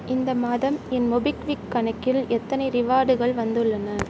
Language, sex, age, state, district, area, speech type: Tamil, female, 18-30, Tamil Nadu, Tiruvarur, rural, read